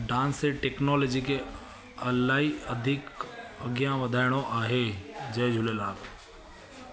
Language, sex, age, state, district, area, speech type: Sindhi, male, 30-45, Gujarat, Surat, urban, spontaneous